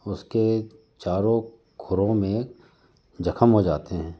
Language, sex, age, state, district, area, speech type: Hindi, male, 45-60, Madhya Pradesh, Jabalpur, urban, spontaneous